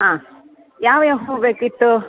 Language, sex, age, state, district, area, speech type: Kannada, female, 45-60, Karnataka, Bellary, urban, conversation